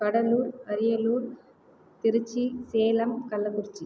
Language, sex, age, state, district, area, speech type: Tamil, female, 30-45, Tamil Nadu, Cuddalore, rural, spontaneous